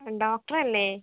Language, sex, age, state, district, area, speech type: Malayalam, female, 30-45, Kerala, Kozhikode, urban, conversation